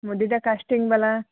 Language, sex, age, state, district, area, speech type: Odia, female, 30-45, Odisha, Balasore, rural, conversation